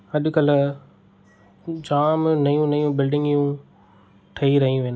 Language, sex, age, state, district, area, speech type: Sindhi, male, 30-45, Maharashtra, Thane, urban, spontaneous